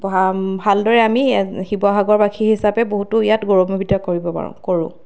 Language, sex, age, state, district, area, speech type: Assamese, female, 30-45, Assam, Sivasagar, rural, spontaneous